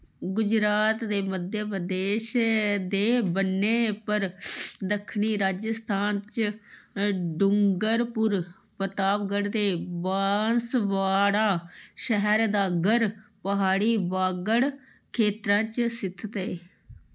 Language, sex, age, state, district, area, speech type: Dogri, female, 60+, Jammu and Kashmir, Udhampur, rural, read